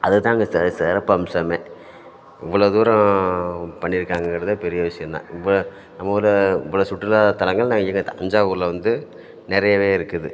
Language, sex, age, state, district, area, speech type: Tamil, male, 30-45, Tamil Nadu, Thanjavur, rural, spontaneous